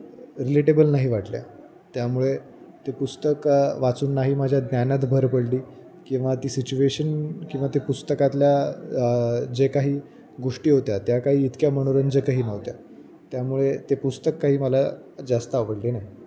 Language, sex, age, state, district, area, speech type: Marathi, male, 18-30, Maharashtra, Jalna, rural, spontaneous